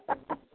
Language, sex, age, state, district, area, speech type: Odia, female, 45-60, Odisha, Angul, rural, conversation